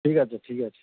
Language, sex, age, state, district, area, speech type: Bengali, male, 45-60, West Bengal, Darjeeling, rural, conversation